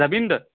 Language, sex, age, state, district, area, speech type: Assamese, male, 30-45, Assam, Jorhat, urban, conversation